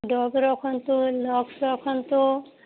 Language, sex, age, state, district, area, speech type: Odia, female, 30-45, Odisha, Boudh, rural, conversation